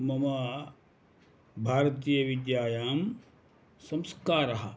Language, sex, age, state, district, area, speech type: Sanskrit, male, 60+, Karnataka, Uttara Kannada, rural, spontaneous